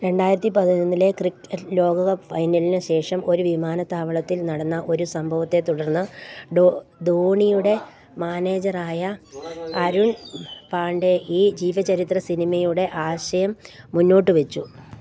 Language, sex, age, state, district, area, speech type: Malayalam, female, 45-60, Kerala, Idukki, rural, read